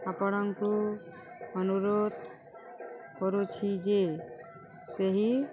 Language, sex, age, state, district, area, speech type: Odia, female, 60+, Odisha, Balangir, urban, spontaneous